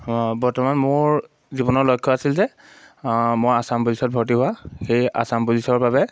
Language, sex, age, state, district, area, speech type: Assamese, male, 18-30, Assam, Majuli, urban, spontaneous